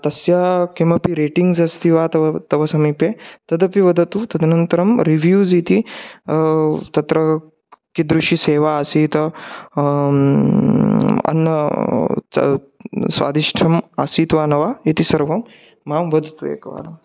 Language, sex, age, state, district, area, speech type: Sanskrit, male, 18-30, Maharashtra, Satara, rural, spontaneous